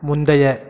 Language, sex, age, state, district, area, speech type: Tamil, male, 30-45, Tamil Nadu, Salem, urban, read